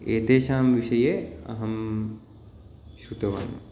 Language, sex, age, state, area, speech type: Sanskrit, male, 30-45, Uttar Pradesh, urban, spontaneous